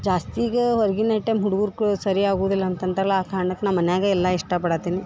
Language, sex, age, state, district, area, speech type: Kannada, female, 18-30, Karnataka, Dharwad, urban, spontaneous